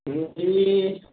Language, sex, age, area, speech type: Nepali, male, 18-30, rural, conversation